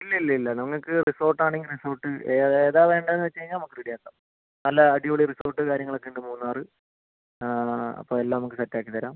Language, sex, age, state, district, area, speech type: Malayalam, male, 30-45, Kerala, Wayanad, rural, conversation